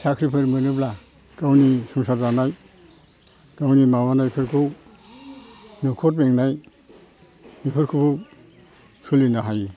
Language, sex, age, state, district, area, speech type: Bodo, male, 60+, Assam, Chirang, rural, spontaneous